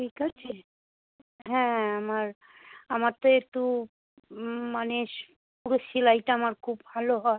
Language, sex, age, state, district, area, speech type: Bengali, female, 60+, West Bengal, South 24 Parganas, rural, conversation